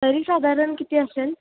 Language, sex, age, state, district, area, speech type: Marathi, female, 18-30, Maharashtra, Kolhapur, urban, conversation